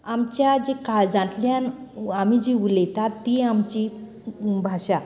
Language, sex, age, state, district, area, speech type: Goan Konkani, female, 45-60, Goa, Canacona, rural, spontaneous